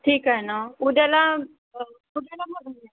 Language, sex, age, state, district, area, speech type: Marathi, female, 30-45, Maharashtra, Wardha, rural, conversation